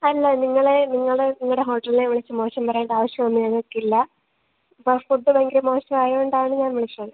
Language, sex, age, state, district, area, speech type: Malayalam, female, 18-30, Kerala, Alappuzha, rural, conversation